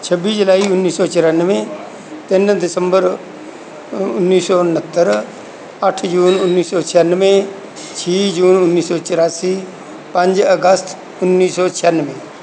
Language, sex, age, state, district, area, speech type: Punjabi, male, 60+, Punjab, Bathinda, rural, spontaneous